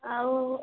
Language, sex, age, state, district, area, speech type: Odia, female, 30-45, Odisha, Sambalpur, rural, conversation